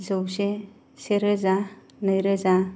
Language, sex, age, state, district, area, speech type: Bodo, female, 30-45, Assam, Kokrajhar, rural, spontaneous